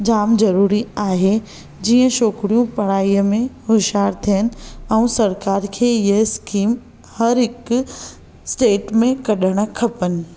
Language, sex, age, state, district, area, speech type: Sindhi, female, 18-30, Maharashtra, Thane, urban, spontaneous